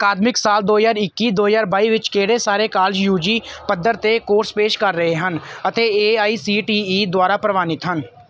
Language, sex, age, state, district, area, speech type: Punjabi, male, 18-30, Punjab, Kapurthala, urban, read